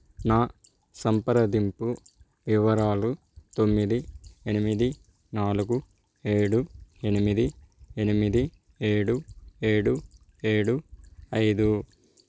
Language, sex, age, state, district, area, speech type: Telugu, male, 30-45, Andhra Pradesh, Nellore, urban, read